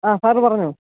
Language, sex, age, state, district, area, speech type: Malayalam, male, 30-45, Kerala, Alappuzha, rural, conversation